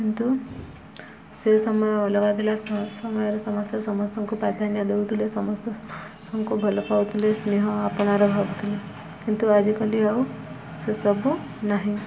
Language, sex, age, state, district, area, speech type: Odia, female, 18-30, Odisha, Subarnapur, urban, spontaneous